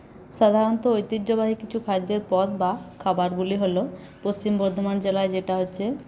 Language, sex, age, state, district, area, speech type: Bengali, female, 60+, West Bengal, Paschim Bardhaman, urban, spontaneous